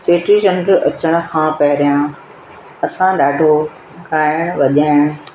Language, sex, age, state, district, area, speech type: Sindhi, female, 60+, Madhya Pradesh, Katni, urban, spontaneous